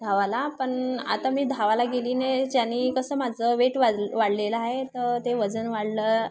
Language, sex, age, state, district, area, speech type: Marathi, female, 18-30, Maharashtra, Thane, rural, spontaneous